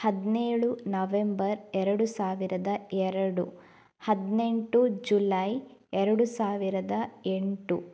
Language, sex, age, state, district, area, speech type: Kannada, female, 18-30, Karnataka, Udupi, rural, spontaneous